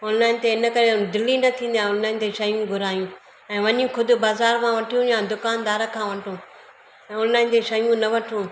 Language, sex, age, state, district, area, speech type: Sindhi, female, 60+, Gujarat, Surat, urban, spontaneous